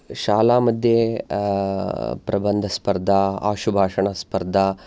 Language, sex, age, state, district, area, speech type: Sanskrit, male, 30-45, Karnataka, Chikkamagaluru, urban, spontaneous